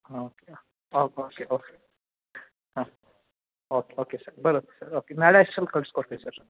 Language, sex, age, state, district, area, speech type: Kannada, male, 18-30, Karnataka, Chikkamagaluru, rural, conversation